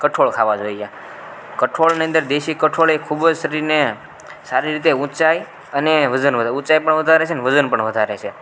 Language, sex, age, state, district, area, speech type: Gujarati, male, 30-45, Gujarat, Rajkot, rural, spontaneous